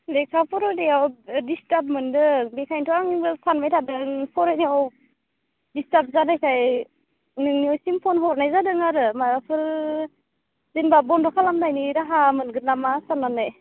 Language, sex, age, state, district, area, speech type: Bodo, female, 18-30, Assam, Udalguri, rural, conversation